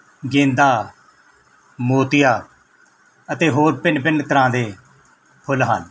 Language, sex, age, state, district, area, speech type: Punjabi, male, 45-60, Punjab, Mansa, rural, spontaneous